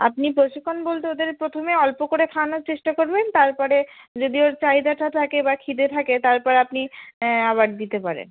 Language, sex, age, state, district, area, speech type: Bengali, female, 18-30, West Bengal, Birbhum, urban, conversation